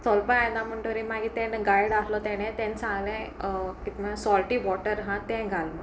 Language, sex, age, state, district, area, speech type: Goan Konkani, female, 18-30, Goa, Sanguem, rural, spontaneous